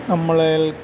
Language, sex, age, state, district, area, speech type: Malayalam, male, 45-60, Kerala, Kottayam, urban, spontaneous